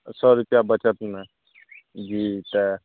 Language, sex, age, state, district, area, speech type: Maithili, male, 18-30, Bihar, Madhepura, rural, conversation